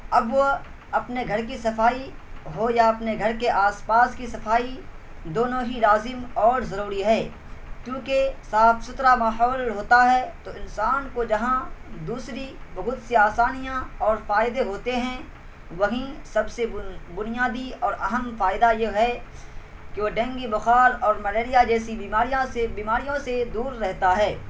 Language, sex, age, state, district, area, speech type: Urdu, male, 18-30, Bihar, Purnia, rural, spontaneous